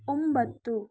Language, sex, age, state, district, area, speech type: Kannada, female, 18-30, Karnataka, Chitradurga, rural, read